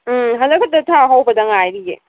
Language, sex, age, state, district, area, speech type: Manipuri, female, 18-30, Manipur, Kakching, rural, conversation